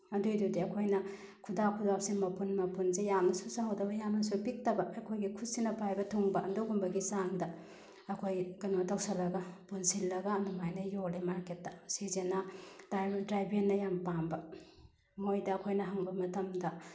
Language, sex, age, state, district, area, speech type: Manipuri, female, 30-45, Manipur, Bishnupur, rural, spontaneous